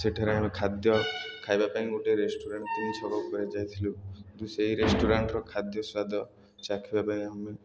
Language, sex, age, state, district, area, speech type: Odia, male, 18-30, Odisha, Ganjam, urban, spontaneous